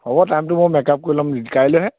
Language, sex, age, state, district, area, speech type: Assamese, male, 45-60, Assam, Nagaon, rural, conversation